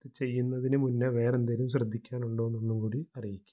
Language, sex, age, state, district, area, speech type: Malayalam, male, 18-30, Kerala, Thrissur, urban, spontaneous